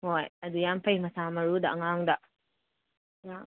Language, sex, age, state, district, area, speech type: Manipuri, female, 18-30, Manipur, Kakching, rural, conversation